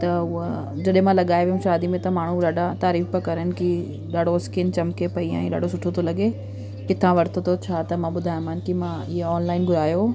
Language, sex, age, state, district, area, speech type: Sindhi, female, 30-45, Delhi, South Delhi, urban, spontaneous